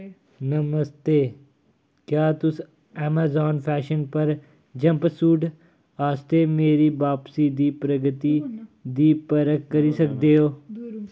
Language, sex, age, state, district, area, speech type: Dogri, male, 30-45, Jammu and Kashmir, Kathua, rural, read